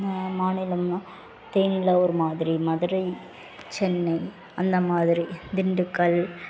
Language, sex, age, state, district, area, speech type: Tamil, female, 18-30, Tamil Nadu, Madurai, urban, spontaneous